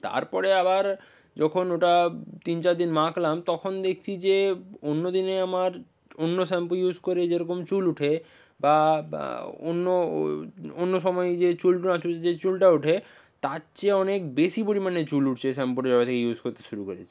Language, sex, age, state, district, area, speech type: Bengali, male, 60+, West Bengal, Nadia, rural, spontaneous